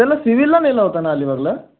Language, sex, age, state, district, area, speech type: Marathi, male, 18-30, Maharashtra, Raigad, rural, conversation